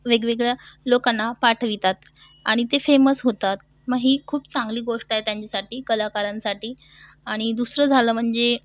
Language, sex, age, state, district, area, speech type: Marathi, female, 18-30, Maharashtra, Washim, urban, spontaneous